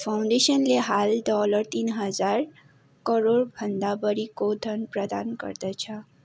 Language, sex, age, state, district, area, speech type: Nepali, female, 18-30, West Bengal, Darjeeling, rural, read